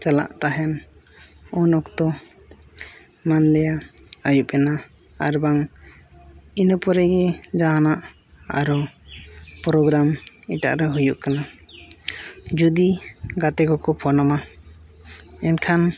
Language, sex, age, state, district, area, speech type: Santali, male, 18-30, Jharkhand, East Singhbhum, rural, spontaneous